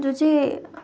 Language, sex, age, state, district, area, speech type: Nepali, female, 18-30, West Bengal, Darjeeling, rural, spontaneous